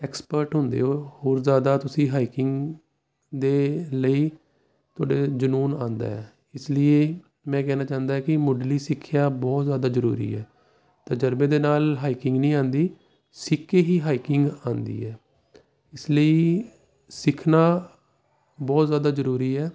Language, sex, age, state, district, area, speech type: Punjabi, male, 30-45, Punjab, Jalandhar, urban, spontaneous